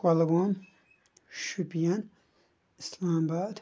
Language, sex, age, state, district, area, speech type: Kashmiri, male, 30-45, Jammu and Kashmir, Kulgam, rural, spontaneous